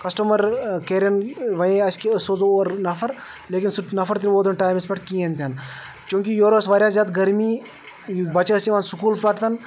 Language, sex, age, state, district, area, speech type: Kashmiri, male, 30-45, Jammu and Kashmir, Baramulla, rural, spontaneous